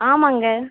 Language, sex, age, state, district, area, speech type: Tamil, female, 18-30, Tamil Nadu, Cuddalore, rural, conversation